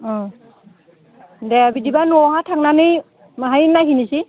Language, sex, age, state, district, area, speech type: Bodo, female, 45-60, Assam, Udalguri, rural, conversation